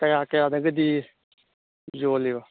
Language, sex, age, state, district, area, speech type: Manipuri, male, 45-60, Manipur, Kangpokpi, urban, conversation